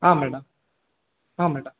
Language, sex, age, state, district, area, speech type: Kannada, male, 60+, Karnataka, Kolar, rural, conversation